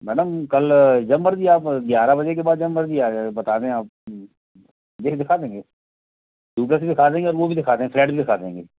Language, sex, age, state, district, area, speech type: Hindi, male, 45-60, Madhya Pradesh, Jabalpur, urban, conversation